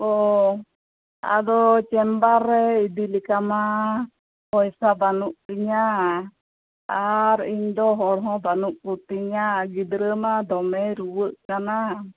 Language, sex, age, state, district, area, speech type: Santali, female, 30-45, West Bengal, Bankura, rural, conversation